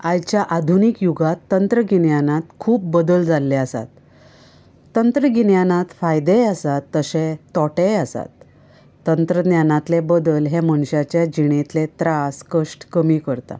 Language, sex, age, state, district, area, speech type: Goan Konkani, female, 45-60, Goa, Canacona, rural, spontaneous